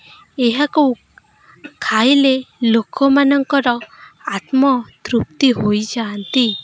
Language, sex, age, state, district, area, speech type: Odia, female, 18-30, Odisha, Kendrapara, urban, spontaneous